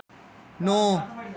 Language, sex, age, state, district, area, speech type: Dogri, male, 18-30, Jammu and Kashmir, Kathua, rural, read